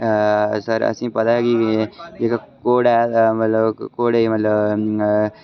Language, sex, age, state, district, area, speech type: Dogri, male, 18-30, Jammu and Kashmir, Udhampur, rural, spontaneous